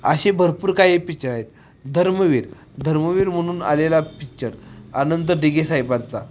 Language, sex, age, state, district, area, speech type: Marathi, male, 18-30, Maharashtra, Satara, urban, spontaneous